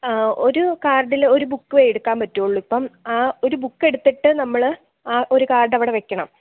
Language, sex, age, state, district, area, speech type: Malayalam, female, 18-30, Kerala, Idukki, rural, conversation